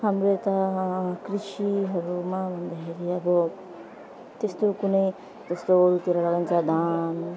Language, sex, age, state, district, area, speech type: Nepali, female, 30-45, West Bengal, Alipurduar, urban, spontaneous